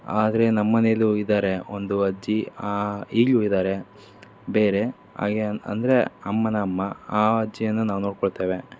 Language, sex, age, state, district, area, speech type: Kannada, male, 45-60, Karnataka, Davanagere, rural, spontaneous